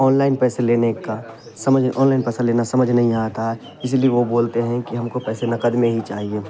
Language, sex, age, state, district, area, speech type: Urdu, male, 18-30, Bihar, Khagaria, rural, spontaneous